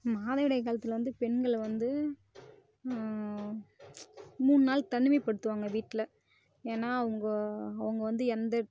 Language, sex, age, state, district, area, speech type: Tamil, female, 18-30, Tamil Nadu, Kallakurichi, rural, spontaneous